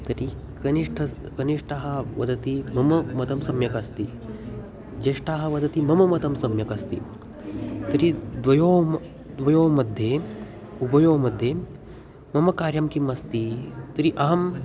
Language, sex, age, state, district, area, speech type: Sanskrit, male, 18-30, Maharashtra, Solapur, urban, spontaneous